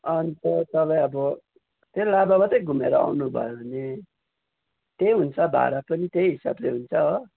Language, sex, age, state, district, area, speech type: Nepali, male, 30-45, West Bengal, Kalimpong, rural, conversation